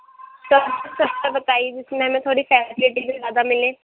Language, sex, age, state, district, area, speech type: Urdu, female, 18-30, Uttar Pradesh, Gautam Buddha Nagar, rural, conversation